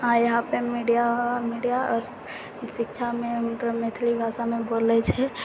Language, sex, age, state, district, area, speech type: Maithili, female, 18-30, Bihar, Purnia, rural, spontaneous